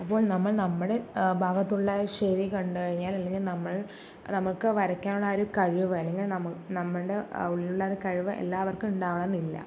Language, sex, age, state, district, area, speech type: Malayalam, female, 18-30, Kerala, Palakkad, rural, spontaneous